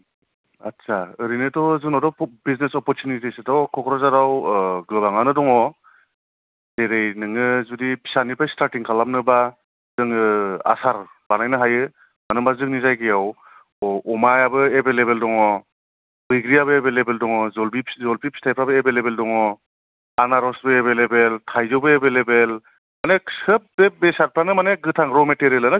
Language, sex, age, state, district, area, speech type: Bodo, male, 30-45, Assam, Kokrajhar, urban, conversation